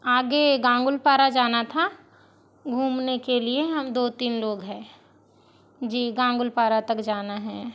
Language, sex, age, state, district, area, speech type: Hindi, female, 60+, Madhya Pradesh, Balaghat, rural, spontaneous